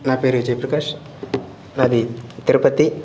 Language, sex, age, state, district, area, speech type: Telugu, male, 18-30, Andhra Pradesh, Sri Balaji, rural, spontaneous